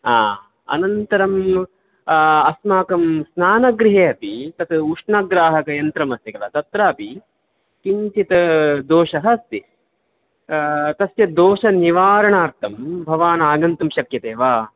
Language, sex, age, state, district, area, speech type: Sanskrit, male, 30-45, Karnataka, Dakshina Kannada, rural, conversation